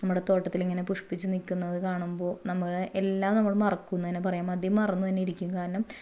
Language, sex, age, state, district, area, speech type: Malayalam, female, 30-45, Kerala, Ernakulam, rural, spontaneous